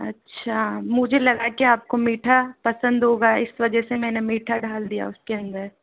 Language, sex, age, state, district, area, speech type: Hindi, female, 18-30, Rajasthan, Jaipur, rural, conversation